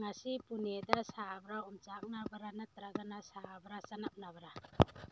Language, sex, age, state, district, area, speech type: Manipuri, female, 45-60, Manipur, Churachandpur, urban, read